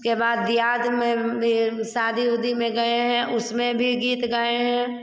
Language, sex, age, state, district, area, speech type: Hindi, female, 60+, Bihar, Begusarai, rural, spontaneous